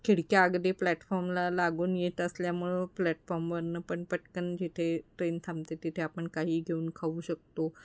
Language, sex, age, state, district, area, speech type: Marathi, female, 45-60, Maharashtra, Kolhapur, urban, spontaneous